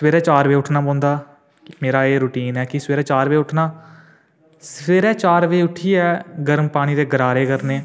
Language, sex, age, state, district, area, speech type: Dogri, male, 18-30, Jammu and Kashmir, Udhampur, urban, spontaneous